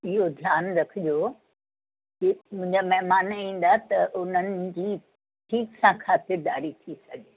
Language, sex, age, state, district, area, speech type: Sindhi, female, 60+, Uttar Pradesh, Lucknow, urban, conversation